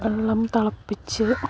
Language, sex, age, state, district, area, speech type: Malayalam, female, 45-60, Kerala, Malappuram, rural, spontaneous